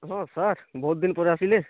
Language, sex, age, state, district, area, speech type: Odia, male, 18-30, Odisha, Kalahandi, rural, conversation